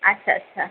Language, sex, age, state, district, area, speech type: Bengali, female, 30-45, West Bengal, Kolkata, urban, conversation